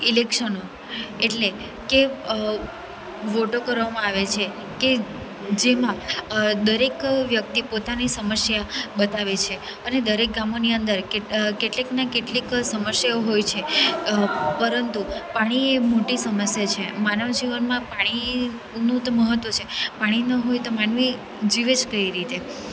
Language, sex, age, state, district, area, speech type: Gujarati, female, 18-30, Gujarat, Valsad, urban, spontaneous